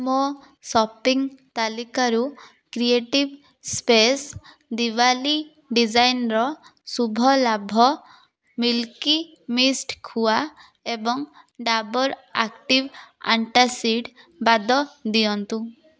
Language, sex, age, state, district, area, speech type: Odia, female, 18-30, Odisha, Puri, urban, read